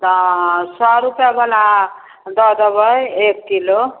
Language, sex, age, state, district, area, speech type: Maithili, female, 60+, Bihar, Samastipur, rural, conversation